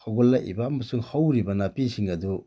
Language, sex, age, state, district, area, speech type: Manipuri, male, 30-45, Manipur, Bishnupur, rural, spontaneous